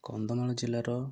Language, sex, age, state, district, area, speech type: Odia, male, 18-30, Odisha, Kandhamal, rural, spontaneous